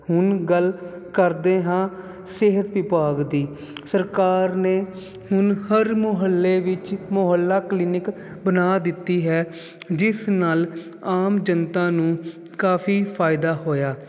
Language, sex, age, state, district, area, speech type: Punjabi, male, 30-45, Punjab, Jalandhar, urban, spontaneous